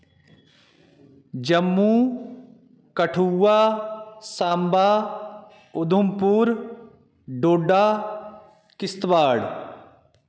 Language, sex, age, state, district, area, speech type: Dogri, male, 30-45, Jammu and Kashmir, Udhampur, rural, spontaneous